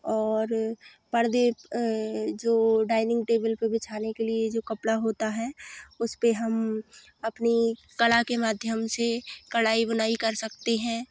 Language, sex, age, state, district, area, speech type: Hindi, female, 18-30, Madhya Pradesh, Hoshangabad, rural, spontaneous